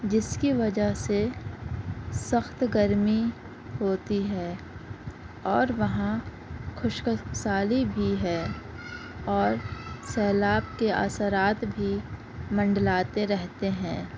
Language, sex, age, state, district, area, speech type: Urdu, female, 18-30, Uttar Pradesh, Gautam Buddha Nagar, urban, spontaneous